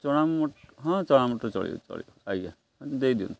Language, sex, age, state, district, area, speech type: Odia, male, 45-60, Odisha, Jagatsinghpur, urban, spontaneous